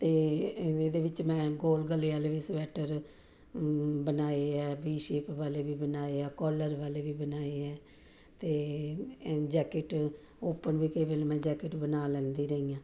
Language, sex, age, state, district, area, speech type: Punjabi, female, 45-60, Punjab, Jalandhar, urban, spontaneous